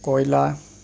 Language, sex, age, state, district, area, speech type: Assamese, male, 30-45, Assam, Goalpara, urban, spontaneous